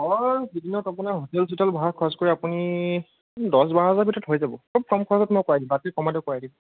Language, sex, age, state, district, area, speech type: Assamese, male, 30-45, Assam, Morigaon, rural, conversation